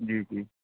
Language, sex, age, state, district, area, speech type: Urdu, male, 45-60, Uttar Pradesh, Rampur, urban, conversation